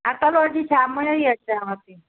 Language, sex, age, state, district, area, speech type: Sindhi, female, 45-60, Gujarat, Surat, urban, conversation